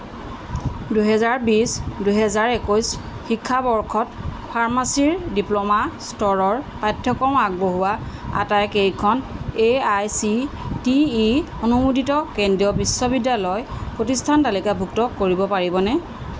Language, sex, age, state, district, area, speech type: Assamese, female, 45-60, Assam, Jorhat, urban, read